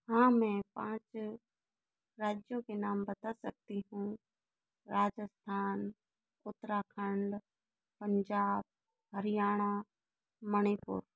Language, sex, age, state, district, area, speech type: Hindi, female, 30-45, Rajasthan, Karauli, urban, spontaneous